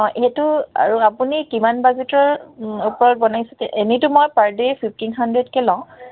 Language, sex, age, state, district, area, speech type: Assamese, female, 30-45, Assam, Dibrugarh, rural, conversation